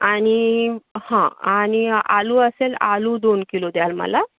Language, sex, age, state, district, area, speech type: Marathi, female, 30-45, Maharashtra, Yavatmal, urban, conversation